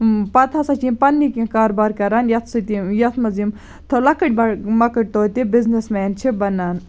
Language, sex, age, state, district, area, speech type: Kashmiri, female, 18-30, Jammu and Kashmir, Baramulla, rural, spontaneous